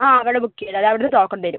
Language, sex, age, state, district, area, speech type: Malayalam, female, 60+, Kerala, Kozhikode, urban, conversation